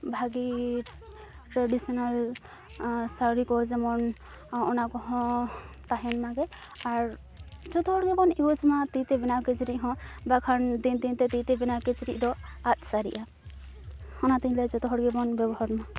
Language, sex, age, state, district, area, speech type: Santali, female, 18-30, West Bengal, Purulia, rural, spontaneous